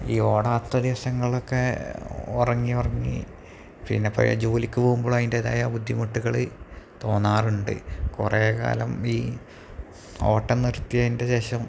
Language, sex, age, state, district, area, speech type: Malayalam, male, 30-45, Kerala, Malappuram, rural, spontaneous